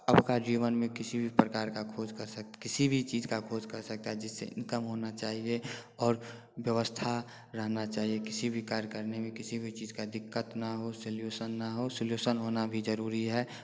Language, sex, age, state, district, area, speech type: Hindi, male, 18-30, Bihar, Darbhanga, rural, spontaneous